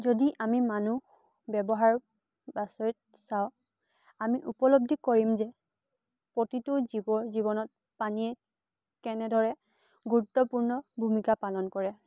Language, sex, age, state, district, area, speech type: Assamese, female, 18-30, Assam, Charaideo, urban, spontaneous